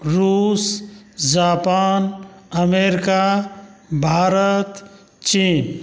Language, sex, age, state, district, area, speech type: Maithili, male, 60+, Bihar, Saharsa, rural, spontaneous